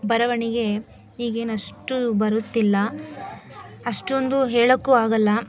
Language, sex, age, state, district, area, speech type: Kannada, female, 18-30, Karnataka, Chikkaballapur, rural, spontaneous